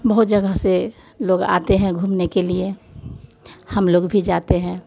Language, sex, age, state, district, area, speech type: Hindi, female, 60+, Bihar, Vaishali, urban, spontaneous